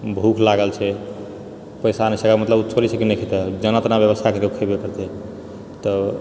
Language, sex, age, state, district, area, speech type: Maithili, male, 30-45, Bihar, Purnia, rural, spontaneous